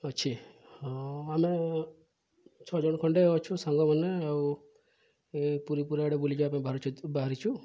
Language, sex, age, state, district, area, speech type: Odia, male, 18-30, Odisha, Subarnapur, urban, spontaneous